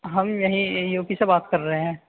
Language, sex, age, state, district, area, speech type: Urdu, male, 18-30, Uttar Pradesh, Saharanpur, urban, conversation